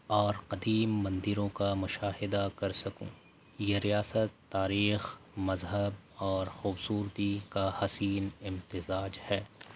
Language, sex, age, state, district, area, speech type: Urdu, male, 18-30, Delhi, North East Delhi, urban, spontaneous